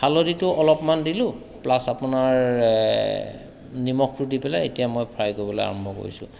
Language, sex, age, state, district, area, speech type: Assamese, male, 45-60, Assam, Sivasagar, rural, spontaneous